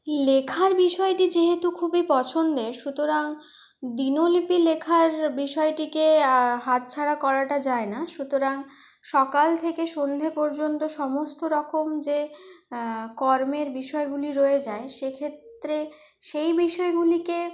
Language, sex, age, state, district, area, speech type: Bengali, female, 18-30, West Bengal, Purulia, urban, spontaneous